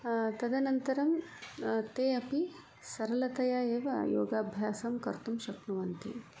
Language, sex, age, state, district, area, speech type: Sanskrit, female, 45-60, Karnataka, Udupi, rural, spontaneous